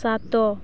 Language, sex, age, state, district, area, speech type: Odia, female, 18-30, Odisha, Balangir, urban, read